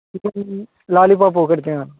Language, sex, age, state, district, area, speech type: Telugu, male, 30-45, Telangana, Hyderabad, urban, conversation